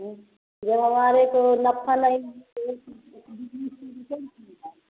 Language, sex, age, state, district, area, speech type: Hindi, female, 30-45, Bihar, Samastipur, rural, conversation